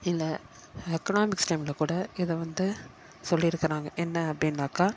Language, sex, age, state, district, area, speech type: Tamil, female, 30-45, Tamil Nadu, Chennai, urban, spontaneous